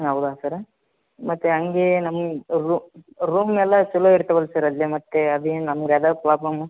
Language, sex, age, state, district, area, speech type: Kannada, male, 18-30, Karnataka, Gadag, urban, conversation